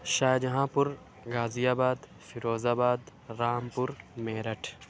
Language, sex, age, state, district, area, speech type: Urdu, male, 45-60, Uttar Pradesh, Aligarh, rural, spontaneous